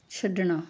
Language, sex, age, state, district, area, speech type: Punjabi, female, 60+, Punjab, Amritsar, urban, read